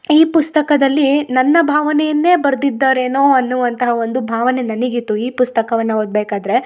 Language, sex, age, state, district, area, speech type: Kannada, female, 18-30, Karnataka, Chikkamagaluru, rural, spontaneous